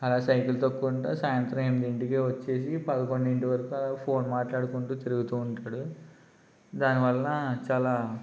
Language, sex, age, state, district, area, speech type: Telugu, male, 18-30, Andhra Pradesh, Konaseema, rural, spontaneous